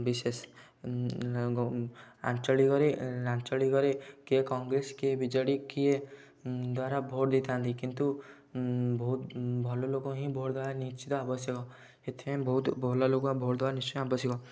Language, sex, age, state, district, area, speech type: Odia, male, 18-30, Odisha, Kendujhar, urban, spontaneous